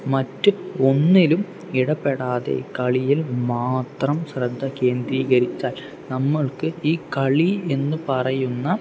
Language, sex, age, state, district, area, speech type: Malayalam, male, 18-30, Kerala, Palakkad, rural, spontaneous